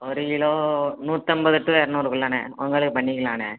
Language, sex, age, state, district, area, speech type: Tamil, male, 18-30, Tamil Nadu, Thoothukudi, rural, conversation